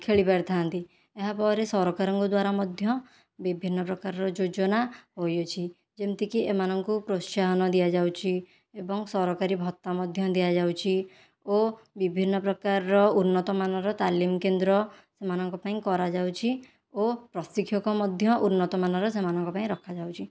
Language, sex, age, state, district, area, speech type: Odia, female, 18-30, Odisha, Khordha, rural, spontaneous